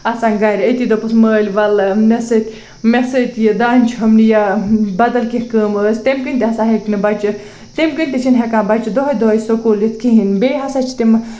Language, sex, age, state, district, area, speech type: Kashmiri, female, 18-30, Jammu and Kashmir, Baramulla, rural, spontaneous